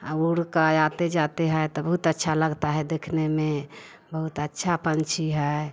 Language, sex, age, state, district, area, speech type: Hindi, female, 45-60, Bihar, Vaishali, rural, spontaneous